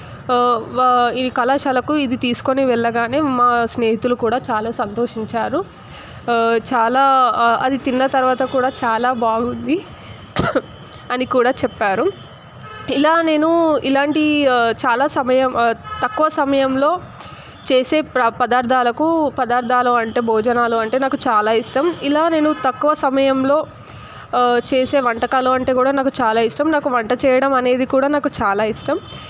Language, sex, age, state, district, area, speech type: Telugu, female, 18-30, Telangana, Nalgonda, urban, spontaneous